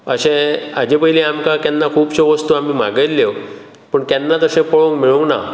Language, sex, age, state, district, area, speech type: Goan Konkani, male, 60+, Goa, Bardez, rural, spontaneous